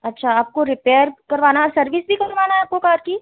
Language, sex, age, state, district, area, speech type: Hindi, female, 18-30, Madhya Pradesh, Chhindwara, urban, conversation